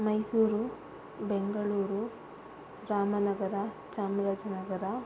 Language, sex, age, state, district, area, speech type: Kannada, female, 30-45, Karnataka, Udupi, rural, spontaneous